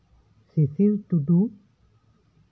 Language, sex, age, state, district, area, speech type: Santali, male, 18-30, West Bengal, Bankura, rural, spontaneous